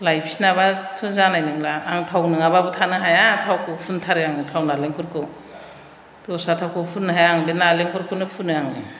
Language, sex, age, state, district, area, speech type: Bodo, female, 60+, Assam, Chirang, urban, spontaneous